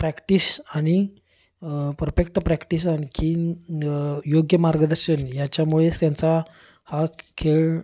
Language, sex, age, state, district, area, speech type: Marathi, male, 30-45, Maharashtra, Kolhapur, urban, spontaneous